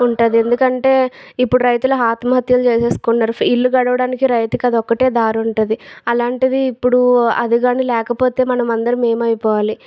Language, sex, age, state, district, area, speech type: Telugu, female, 30-45, Andhra Pradesh, Vizianagaram, rural, spontaneous